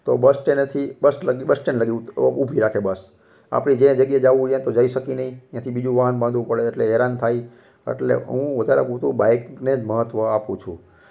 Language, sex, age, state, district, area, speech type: Gujarati, male, 45-60, Gujarat, Rajkot, rural, spontaneous